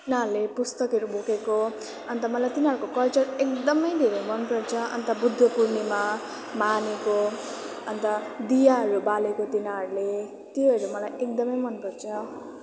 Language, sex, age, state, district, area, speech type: Nepali, female, 18-30, West Bengal, Jalpaiguri, rural, spontaneous